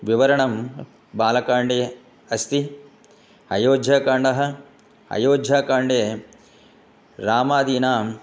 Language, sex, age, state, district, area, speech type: Sanskrit, male, 60+, Telangana, Hyderabad, urban, spontaneous